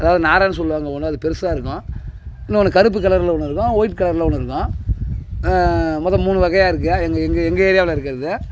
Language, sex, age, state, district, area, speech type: Tamil, male, 30-45, Tamil Nadu, Tiruvannamalai, rural, spontaneous